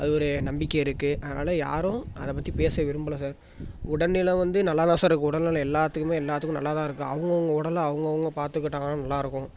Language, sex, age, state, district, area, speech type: Tamil, male, 18-30, Tamil Nadu, Thanjavur, rural, spontaneous